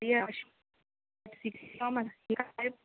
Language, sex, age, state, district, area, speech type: Goan Konkani, female, 18-30, Goa, Quepem, rural, conversation